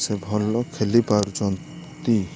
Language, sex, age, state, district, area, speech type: Odia, male, 30-45, Odisha, Malkangiri, urban, spontaneous